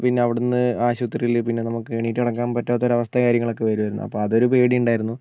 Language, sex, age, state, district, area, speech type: Malayalam, male, 18-30, Kerala, Wayanad, rural, spontaneous